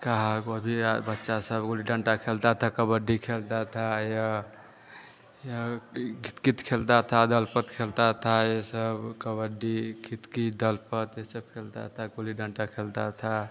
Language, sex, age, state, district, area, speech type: Hindi, male, 30-45, Bihar, Vaishali, urban, spontaneous